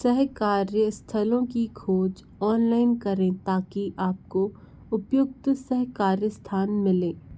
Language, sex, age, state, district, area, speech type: Hindi, female, 60+, Madhya Pradesh, Bhopal, urban, read